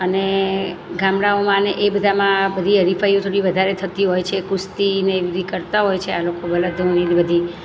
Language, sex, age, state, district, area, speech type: Gujarati, female, 45-60, Gujarat, Surat, rural, spontaneous